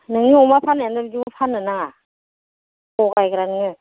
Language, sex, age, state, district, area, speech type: Bodo, female, 60+, Assam, Kokrajhar, rural, conversation